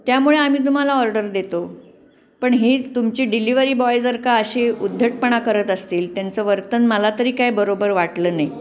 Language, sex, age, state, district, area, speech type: Marathi, female, 45-60, Maharashtra, Pune, urban, spontaneous